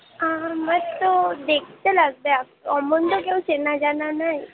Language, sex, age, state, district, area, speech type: Bengali, female, 18-30, West Bengal, Alipurduar, rural, conversation